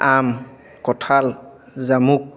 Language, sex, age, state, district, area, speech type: Assamese, male, 18-30, Assam, Sivasagar, urban, spontaneous